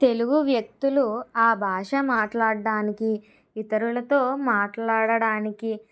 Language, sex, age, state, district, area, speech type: Telugu, female, 30-45, Andhra Pradesh, Kakinada, rural, spontaneous